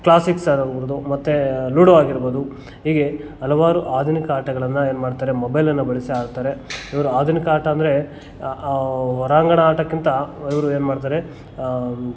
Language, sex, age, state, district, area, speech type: Kannada, male, 30-45, Karnataka, Kolar, rural, spontaneous